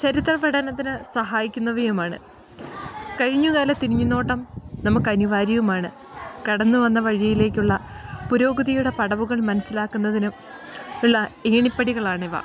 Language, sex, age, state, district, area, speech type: Malayalam, female, 30-45, Kerala, Idukki, rural, spontaneous